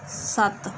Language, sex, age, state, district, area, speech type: Punjabi, female, 30-45, Punjab, Gurdaspur, urban, read